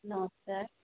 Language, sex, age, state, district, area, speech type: Odia, female, 45-60, Odisha, Sambalpur, rural, conversation